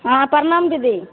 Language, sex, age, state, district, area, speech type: Maithili, female, 30-45, Bihar, Begusarai, rural, conversation